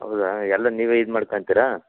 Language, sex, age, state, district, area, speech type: Kannada, male, 30-45, Karnataka, Chitradurga, rural, conversation